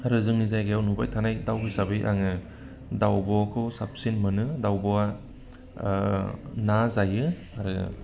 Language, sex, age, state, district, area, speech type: Bodo, male, 30-45, Assam, Udalguri, urban, spontaneous